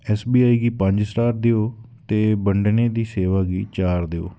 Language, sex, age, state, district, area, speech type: Dogri, male, 30-45, Jammu and Kashmir, Udhampur, rural, read